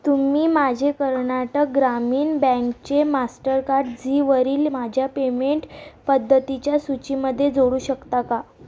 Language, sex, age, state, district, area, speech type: Marathi, female, 18-30, Maharashtra, Amravati, rural, read